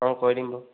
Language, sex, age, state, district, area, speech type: Assamese, male, 18-30, Assam, Charaideo, urban, conversation